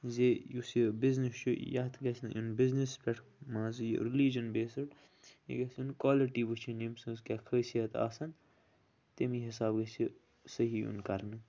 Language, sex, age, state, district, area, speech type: Kashmiri, male, 18-30, Jammu and Kashmir, Kupwara, rural, spontaneous